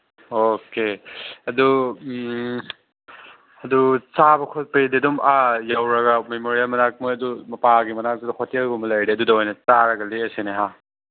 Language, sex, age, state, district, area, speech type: Manipuri, male, 18-30, Manipur, Chandel, rural, conversation